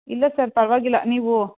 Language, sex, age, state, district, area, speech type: Kannada, female, 18-30, Karnataka, Mandya, rural, conversation